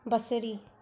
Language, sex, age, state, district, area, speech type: Sindhi, female, 30-45, Gujarat, Surat, urban, read